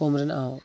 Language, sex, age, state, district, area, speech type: Santali, male, 18-30, West Bengal, Purulia, rural, spontaneous